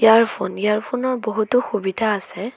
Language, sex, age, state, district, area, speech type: Assamese, female, 18-30, Assam, Sonitpur, rural, spontaneous